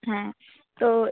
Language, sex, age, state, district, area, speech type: Bengali, female, 18-30, West Bengal, Alipurduar, rural, conversation